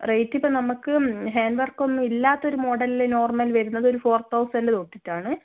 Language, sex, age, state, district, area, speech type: Malayalam, female, 18-30, Kerala, Kannur, rural, conversation